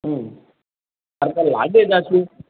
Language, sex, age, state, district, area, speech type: Bengali, male, 30-45, West Bengal, Darjeeling, rural, conversation